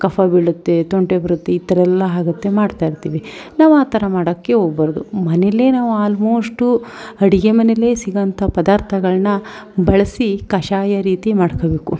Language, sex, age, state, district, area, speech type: Kannada, female, 30-45, Karnataka, Mandya, rural, spontaneous